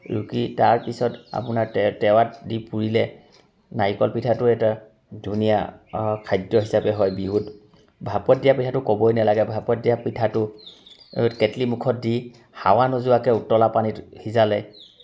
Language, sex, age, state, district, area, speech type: Assamese, male, 30-45, Assam, Charaideo, urban, spontaneous